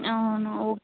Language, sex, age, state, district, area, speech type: Telugu, female, 18-30, Telangana, Suryapet, urban, conversation